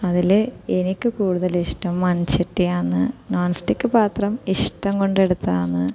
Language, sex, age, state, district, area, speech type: Malayalam, female, 30-45, Kerala, Kasaragod, rural, spontaneous